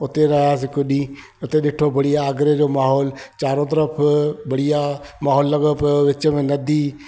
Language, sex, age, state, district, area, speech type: Sindhi, male, 30-45, Madhya Pradesh, Katni, rural, spontaneous